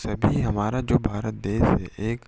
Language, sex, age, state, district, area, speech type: Hindi, male, 18-30, Madhya Pradesh, Betul, rural, spontaneous